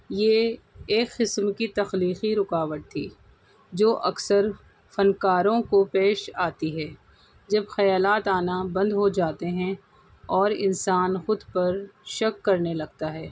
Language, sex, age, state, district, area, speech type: Urdu, female, 45-60, Delhi, North East Delhi, urban, spontaneous